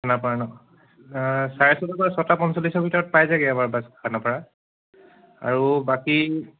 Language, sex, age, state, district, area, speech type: Assamese, male, 18-30, Assam, Charaideo, urban, conversation